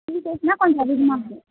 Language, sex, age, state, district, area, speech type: Tamil, female, 18-30, Tamil Nadu, Chennai, urban, conversation